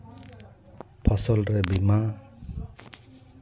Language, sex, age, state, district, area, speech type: Santali, male, 30-45, West Bengal, Purba Bardhaman, rural, spontaneous